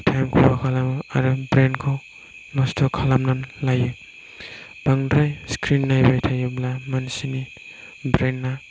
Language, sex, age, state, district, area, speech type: Bodo, male, 18-30, Assam, Chirang, rural, spontaneous